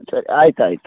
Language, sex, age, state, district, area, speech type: Kannada, male, 45-60, Karnataka, Tumkur, rural, conversation